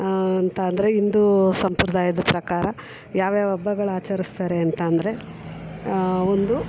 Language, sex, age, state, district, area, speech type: Kannada, female, 45-60, Karnataka, Mysore, urban, spontaneous